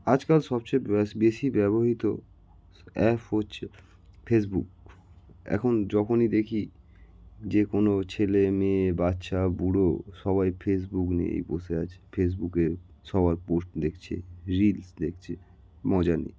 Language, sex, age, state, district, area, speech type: Bengali, male, 18-30, West Bengal, North 24 Parganas, urban, spontaneous